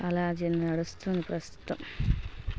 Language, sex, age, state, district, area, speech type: Telugu, female, 30-45, Telangana, Hanamkonda, rural, spontaneous